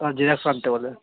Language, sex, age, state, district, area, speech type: Bengali, male, 60+, West Bengal, Purba Bardhaman, rural, conversation